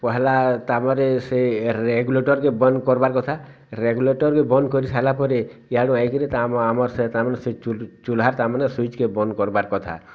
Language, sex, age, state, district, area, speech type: Odia, male, 60+, Odisha, Bargarh, rural, spontaneous